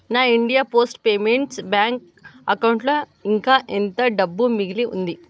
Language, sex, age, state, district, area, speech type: Telugu, female, 18-30, Telangana, Vikarabad, rural, read